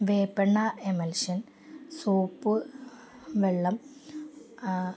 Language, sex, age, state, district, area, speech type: Malayalam, female, 45-60, Kerala, Palakkad, rural, spontaneous